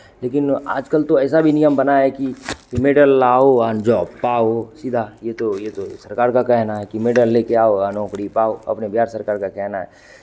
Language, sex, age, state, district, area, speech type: Hindi, male, 30-45, Bihar, Madhepura, rural, spontaneous